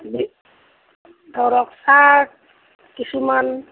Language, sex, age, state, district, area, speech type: Assamese, female, 60+, Assam, Nalbari, rural, conversation